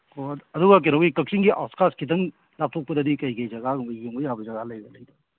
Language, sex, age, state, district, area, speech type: Manipuri, male, 30-45, Manipur, Kakching, rural, conversation